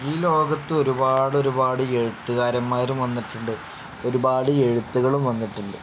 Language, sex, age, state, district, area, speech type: Malayalam, male, 45-60, Kerala, Palakkad, rural, spontaneous